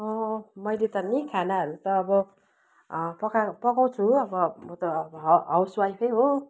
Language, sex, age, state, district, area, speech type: Nepali, female, 60+, West Bengal, Kalimpong, rural, spontaneous